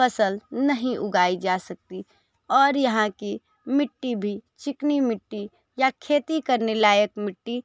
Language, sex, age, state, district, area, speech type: Hindi, female, 30-45, Uttar Pradesh, Sonbhadra, rural, spontaneous